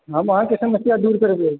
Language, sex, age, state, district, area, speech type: Maithili, male, 30-45, Bihar, Supaul, rural, conversation